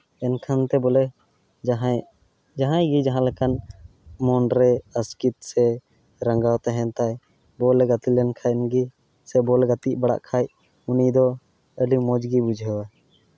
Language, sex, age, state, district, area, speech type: Santali, male, 18-30, West Bengal, Malda, rural, spontaneous